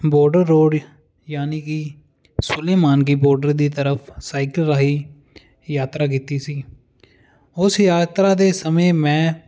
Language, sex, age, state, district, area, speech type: Punjabi, male, 18-30, Punjab, Fazilka, rural, spontaneous